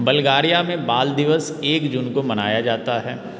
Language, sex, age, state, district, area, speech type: Hindi, male, 18-30, Bihar, Darbhanga, rural, read